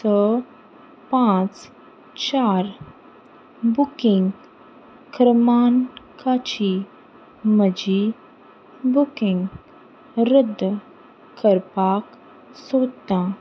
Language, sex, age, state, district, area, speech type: Goan Konkani, female, 18-30, Goa, Salcete, rural, read